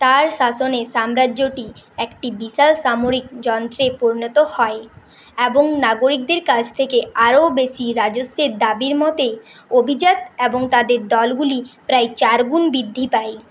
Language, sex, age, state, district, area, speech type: Bengali, female, 18-30, West Bengal, Paschim Bardhaman, urban, read